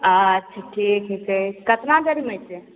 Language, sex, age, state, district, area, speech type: Maithili, female, 18-30, Bihar, Begusarai, rural, conversation